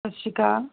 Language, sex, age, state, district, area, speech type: Punjabi, female, 30-45, Punjab, Muktsar, urban, conversation